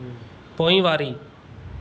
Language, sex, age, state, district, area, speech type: Sindhi, male, 30-45, Maharashtra, Thane, urban, read